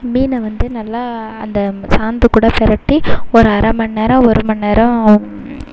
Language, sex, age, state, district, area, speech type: Tamil, female, 18-30, Tamil Nadu, Mayiladuthurai, urban, spontaneous